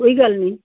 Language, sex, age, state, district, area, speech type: Punjabi, female, 60+, Punjab, Amritsar, urban, conversation